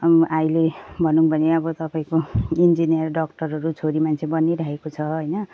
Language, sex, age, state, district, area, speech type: Nepali, female, 45-60, West Bengal, Jalpaiguri, urban, spontaneous